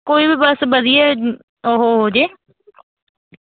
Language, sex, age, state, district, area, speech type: Punjabi, female, 30-45, Punjab, Barnala, urban, conversation